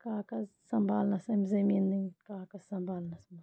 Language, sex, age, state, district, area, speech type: Kashmiri, female, 30-45, Jammu and Kashmir, Kulgam, rural, spontaneous